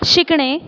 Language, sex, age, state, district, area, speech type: Marathi, female, 30-45, Maharashtra, Buldhana, urban, read